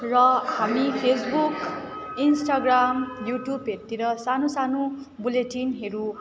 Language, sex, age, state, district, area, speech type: Nepali, female, 18-30, West Bengal, Darjeeling, rural, spontaneous